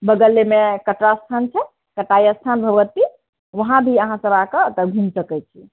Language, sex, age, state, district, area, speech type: Maithili, female, 18-30, Bihar, Muzaffarpur, rural, conversation